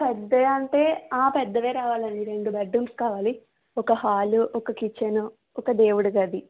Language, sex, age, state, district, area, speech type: Telugu, female, 18-30, Andhra Pradesh, East Godavari, urban, conversation